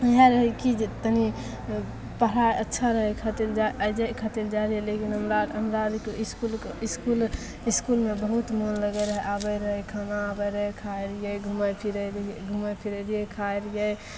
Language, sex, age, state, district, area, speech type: Maithili, female, 18-30, Bihar, Begusarai, rural, spontaneous